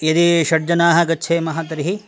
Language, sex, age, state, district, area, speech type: Sanskrit, male, 30-45, Karnataka, Dakshina Kannada, rural, spontaneous